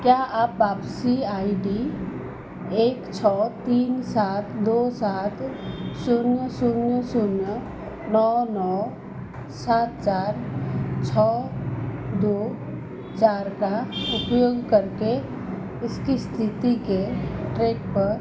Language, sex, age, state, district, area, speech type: Hindi, female, 45-60, Madhya Pradesh, Chhindwara, rural, read